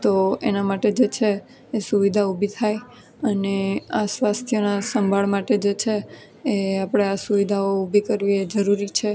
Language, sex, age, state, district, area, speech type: Gujarati, female, 18-30, Gujarat, Junagadh, urban, spontaneous